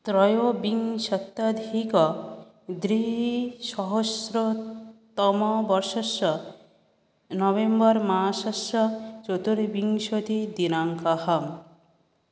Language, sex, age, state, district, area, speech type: Sanskrit, female, 18-30, West Bengal, South 24 Parganas, rural, spontaneous